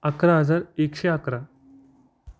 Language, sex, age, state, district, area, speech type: Marathi, male, 18-30, Maharashtra, Jalna, urban, spontaneous